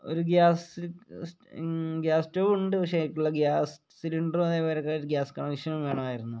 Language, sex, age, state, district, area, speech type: Malayalam, male, 30-45, Kerala, Kozhikode, rural, spontaneous